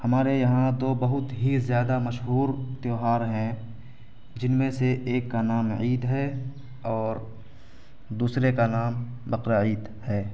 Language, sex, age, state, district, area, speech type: Urdu, male, 18-30, Bihar, Araria, rural, spontaneous